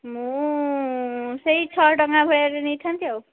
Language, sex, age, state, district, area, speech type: Odia, female, 45-60, Odisha, Sundergarh, rural, conversation